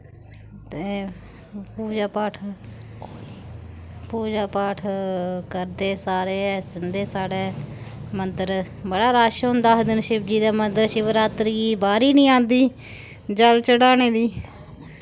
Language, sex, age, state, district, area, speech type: Dogri, female, 30-45, Jammu and Kashmir, Samba, rural, spontaneous